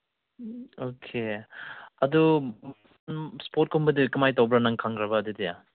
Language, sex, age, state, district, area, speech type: Manipuri, male, 30-45, Manipur, Chandel, rural, conversation